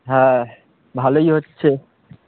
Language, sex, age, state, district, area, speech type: Bengali, male, 18-30, West Bengal, Darjeeling, urban, conversation